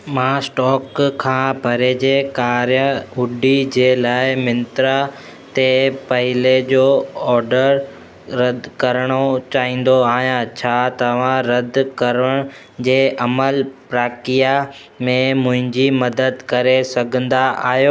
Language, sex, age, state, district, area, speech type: Sindhi, male, 18-30, Gujarat, Kutch, rural, read